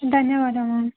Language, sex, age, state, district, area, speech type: Kannada, female, 18-30, Karnataka, Davanagere, rural, conversation